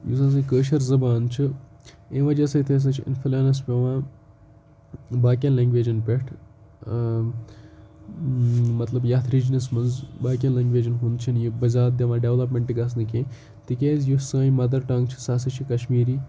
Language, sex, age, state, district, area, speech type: Kashmiri, male, 18-30, Jammu and Kashmir, Kupwara, rural, spontaneous